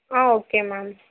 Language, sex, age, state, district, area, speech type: Tamil, female, 30-45, Tamil Nadu, Mayiladuthurai, rural, conversation